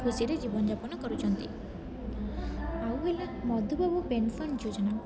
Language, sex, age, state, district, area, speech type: Odia, female, 18-30, Odisha, Rayagada, rural, spontaneous